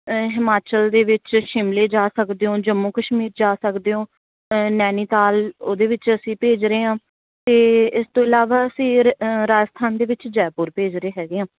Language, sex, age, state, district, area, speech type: Punjabi, female, 18-30, Punjab, Patiala, rural, conversation